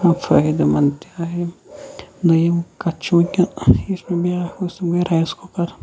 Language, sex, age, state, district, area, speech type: Kashmiri, male, 18-30, Jammu and Kashmir, Shopian, rural, spontaneous